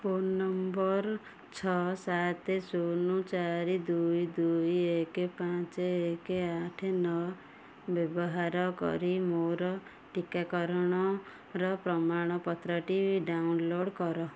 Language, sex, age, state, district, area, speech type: Odia, female, 30-45, Odisha, Kendujhar, urban, read